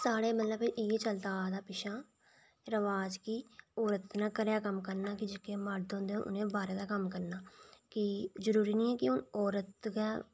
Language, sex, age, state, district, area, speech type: Dogri, female, 18-30, Jammu and Kashmir, Reasi, rural, spontaneous